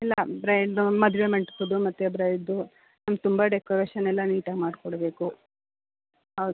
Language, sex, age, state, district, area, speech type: Kannada, female, 30-45, Karnataka, Mandya, urban, conversation